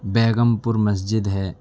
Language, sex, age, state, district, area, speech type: Urdu, male, 18-30, Delhi, East Delhi, urban, spontaneous